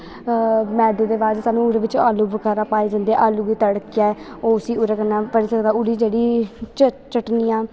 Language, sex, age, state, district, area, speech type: Dogri, female, 18-30, Jammu and Kashmir, Kathua, rural, spontaneous